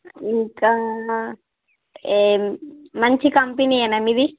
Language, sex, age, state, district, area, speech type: Telugu, female, 18-30, Andhra Pradesh, Visakhapatnam, urban, conversation